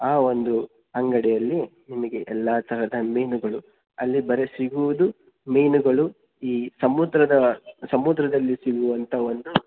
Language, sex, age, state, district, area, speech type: Kannada, male, 18-30, Karnataka, Davanagere, urban, conversation